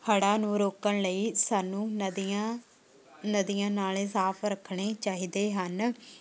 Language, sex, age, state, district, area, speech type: Punjabi, female, 18-30, Punjab, Shaheed Bhagat Singh Nagar, rural, spontaneous